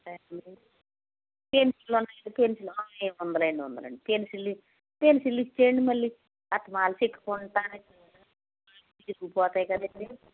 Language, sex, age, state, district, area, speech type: Telugu, female, 60+, Andhra Pradesh, Eluru, rural, conversation